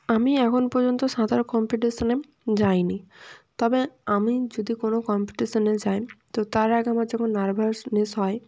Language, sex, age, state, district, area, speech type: Bengali, female, 18-30, West Bengal, North 24 Parganas, rural, spontaneous